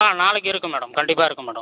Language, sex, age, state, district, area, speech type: Tamil, male, 30-45, Tamil Nadu, Viluppuram, rural, conversation